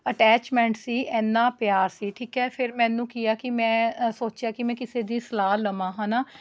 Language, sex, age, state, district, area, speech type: Punjabi, female, 30-45, Punjab, Rupnagar, urban, spontaneous